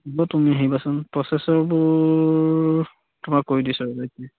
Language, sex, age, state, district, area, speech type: Assamese, male, 18-30, Assam, Charaideo, rural, conversation